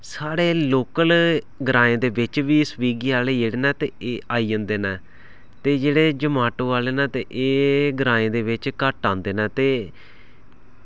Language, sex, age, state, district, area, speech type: Dogri, male, 30-45, Jammu and Kashmir, Samba, urban, spontaneous